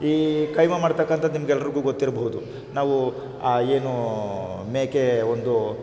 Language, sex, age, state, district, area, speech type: Kannada, male, 45-60, Karnataka, Chamarajanagar, rural, spontaneous